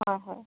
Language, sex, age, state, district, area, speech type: Assamese, female, 18-30, Assam, Lakhimpur, urban, conversation